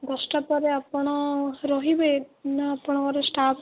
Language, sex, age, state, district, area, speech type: Odia, female, 18-30, Odisha, Ganjam, urban, conversation